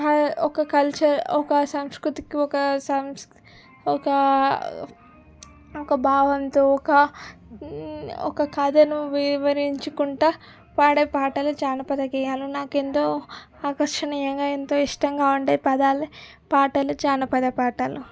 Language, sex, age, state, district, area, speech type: Telugu, female, 18-30, Telangana, Medak, rural, spontaneous